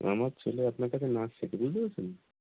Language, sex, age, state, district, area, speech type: Bengali, male, 18-30, West Bengal, North 24 Parganas, rural, conversation